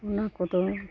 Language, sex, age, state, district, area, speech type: Santali, female, 45-60, Jharkhand, East Singhbhum, rural, spontaneous